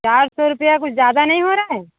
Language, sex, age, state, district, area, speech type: Hindi, female, 45-60, Uttar Pradesh, Mirzapur, rural, conversation